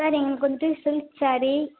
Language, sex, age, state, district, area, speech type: Tamil, female, 18-30, Tamil Nadu, Theni, rural, conversation